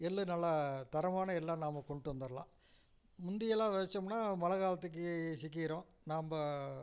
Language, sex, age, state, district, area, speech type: Tamil, male, 60+, Tamil Nadu, Namakkal, rural, spontaneous